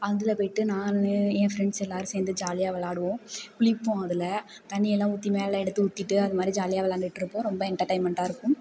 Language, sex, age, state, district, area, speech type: Tamil, female, 18-30, Tamil Nadu, Tiruvarur, rural, spontaneous